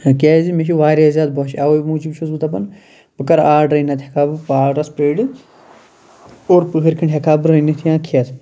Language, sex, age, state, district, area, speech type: Kashmiri, male, 30-45, Jammu and Kashmir, Shopian, rural, spontaneous